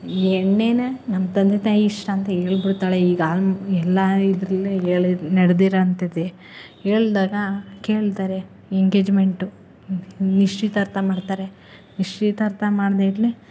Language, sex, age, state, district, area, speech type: Kannada, female, 18-30, Karnataka, Chamarajanagar, rural, spontaneous